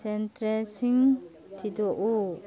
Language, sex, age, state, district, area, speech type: Manipuri, female, 45-60, Manipur, Kangpokpi, urban, read